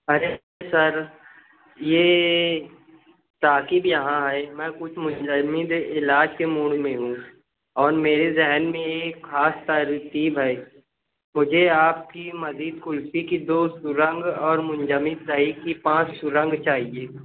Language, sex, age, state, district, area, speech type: Urdu, male, 30-45, Maharashtra, Nashik, urban, conversation